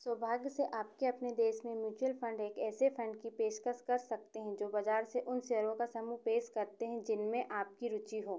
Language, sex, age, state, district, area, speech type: Hindi, female, 30-45, Madhya Pradesh, Chhindwara, urban, read